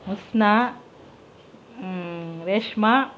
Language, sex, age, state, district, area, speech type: Tamil, female, 45-60, Tamil Nadu, Krishnagiri, rural, spontaneous